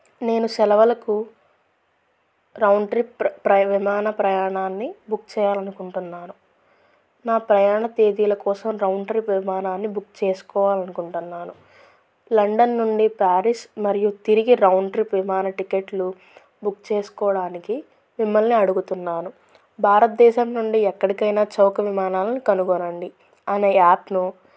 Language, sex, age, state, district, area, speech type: Telugu, female, 30-45, Andhra Pradesh, Krishna, rural, spontaneous